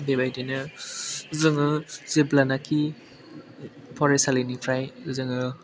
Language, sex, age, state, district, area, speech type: Bodo, male, 18-30, Assam, Chirang, rural, spontaneous